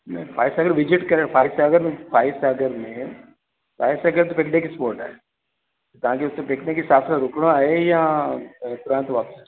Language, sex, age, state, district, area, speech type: Sindhi, male, 60+, Rajasthan, Ajmer, urban, conversation